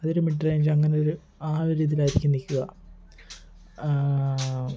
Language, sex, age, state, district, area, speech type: Malayalam, male, 18-30, Kerala, Kottayam, rural, spontaneous